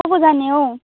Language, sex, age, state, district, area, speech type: Nepali, female, 18-30, West Bengal, Kalimpong, rural, conversation